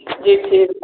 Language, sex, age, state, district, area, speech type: Maithili, male, 18-30, Bihar, Sitamarhi, rural, conversation